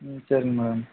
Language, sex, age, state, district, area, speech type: Tamil, male, 18-30, Tamil Nadu, Ariyalur, rural, conversation